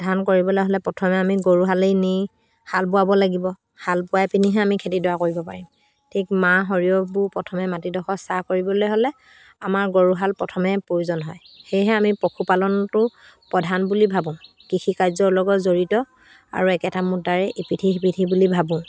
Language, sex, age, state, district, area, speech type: Assamese, female, 45-60, Assam, Dhemaji, rural, spontaneous